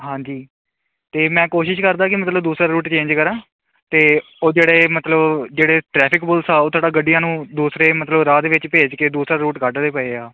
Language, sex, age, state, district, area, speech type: Punjabi, male, 18-30, Punjab, Kapurthala, urban, conversation